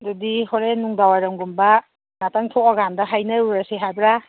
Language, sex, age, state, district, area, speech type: Manipuri, female, 30-45, Manipur, Kangpokpi, urban, conversation